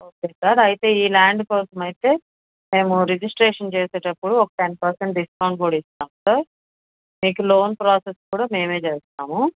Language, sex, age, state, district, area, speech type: Telugu, female, 45-60, Andhra Pradesh, Bapatla, rural, conversation